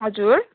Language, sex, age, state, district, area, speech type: Nepali, female, 18-30, West Bengal, Jalpaiguri, urban, conversation